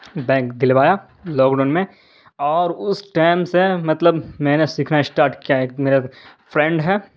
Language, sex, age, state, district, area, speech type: Urdu, male, 30-45, Bihar, Darbhanga, rural, spontaneous